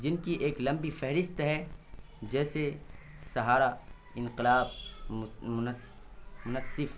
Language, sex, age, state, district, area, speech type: Urdu, male, 18-30, Bihar, Purnia, rural, spontaneous